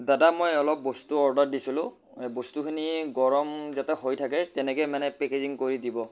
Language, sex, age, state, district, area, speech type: Assamese, female, 60+, Assam, Kamrup Metropolitan, urban, spontaneous